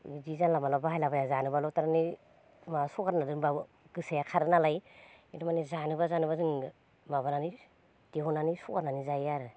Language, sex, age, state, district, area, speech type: Bodo, female, 30-45, Assam, Baksa, rural, spontaneous